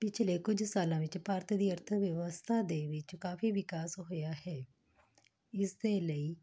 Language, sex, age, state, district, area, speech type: Punjabi, female, 30-45, Punjab, Patiala, urban, spontaneous